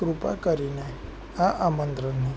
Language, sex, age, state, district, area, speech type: Gujarati, male, 18-30, Gujarat, Anand, urban, spontaneous